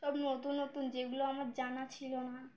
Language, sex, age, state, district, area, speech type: Bengali, female, 18-30, West Bengal, Birbhum, urban, spontaneous